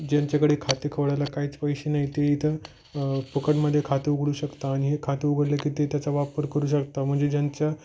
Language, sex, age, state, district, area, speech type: Marathi, male, 18-30, Maharashtra, Jalna, urban, spontaneous